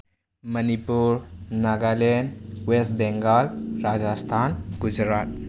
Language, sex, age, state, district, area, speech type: Manipuri, male, 18-30, Manipur, Bishnupur, rural, spontaneous